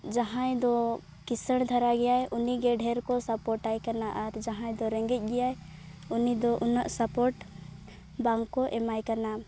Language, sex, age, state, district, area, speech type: Santali, female, 18-30, Jharkhand, Seraikela Kharsawan, rural, spontaneous